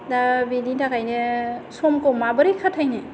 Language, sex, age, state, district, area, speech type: Bodo, female, 45-60, Assam, Kokrajhar, urban, spontaneous